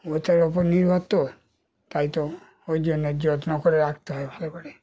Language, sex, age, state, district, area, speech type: Bengali, male, 60+, West Bengal, Darjeeling, rural, spontaneous